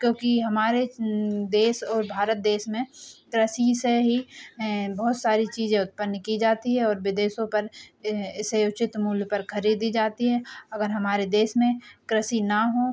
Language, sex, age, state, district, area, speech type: Hindi, female, 30-45, Madhya Pradesh, Hoshangabad, rural, spontaneous